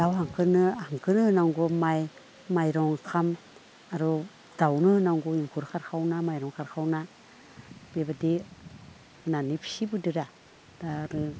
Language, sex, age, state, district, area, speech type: Bodo, female, 60+, Assam, Udalguri, rural, spontaneous